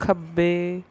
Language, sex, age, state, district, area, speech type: Punjabi, female, 30-45, Punjab, Mansa, urban, read